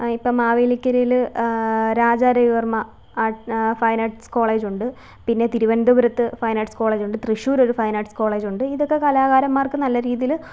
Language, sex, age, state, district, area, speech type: Malayalam, female, 18-30, Kerala, Alappuzha, rural, spontaneous